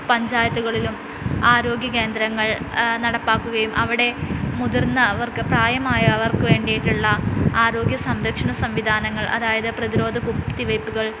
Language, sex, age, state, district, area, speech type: Malayalam, female, 18-30, Kerala, Wayanad, rural, spontaneous